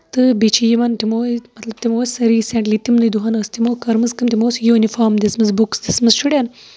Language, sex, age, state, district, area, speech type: Kashmiri, female, 30-45, Jammu and Kashmir, Shopian, rural, spontaneous